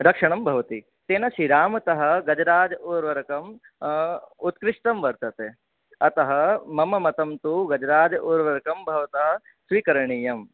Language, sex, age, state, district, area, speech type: Sanskrit, male, 18-30, Rajasthan, Jodhpur, urban, conversation